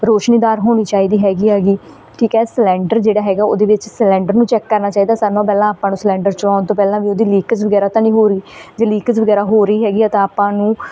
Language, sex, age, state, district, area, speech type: Punjabi, female, 18-30, Punjab, Bathinda, rural, spontaneous